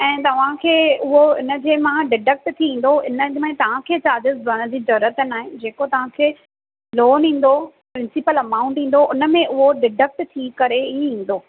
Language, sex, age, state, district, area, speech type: Sindhi, female, 30-45, Maharashtra, Thane, urban, conversation